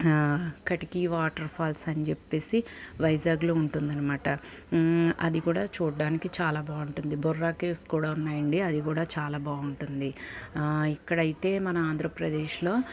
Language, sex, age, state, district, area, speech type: Telugu, female, 45-60, Andhra Pradesh, Guntur, urban, spontaneous